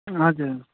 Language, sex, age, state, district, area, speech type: Nepali, male, 30-45, West Bengal, Jalpaiguri, urban, conversation